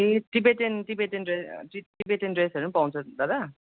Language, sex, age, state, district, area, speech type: Nepali, male, 18-30, West Bengal, Darjeeling, rural, conversation